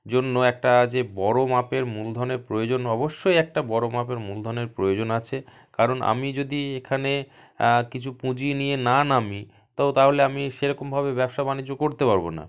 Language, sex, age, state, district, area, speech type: Bengali, male, 30-45, West Bengal, South 24 Parganas, rural, spontaneous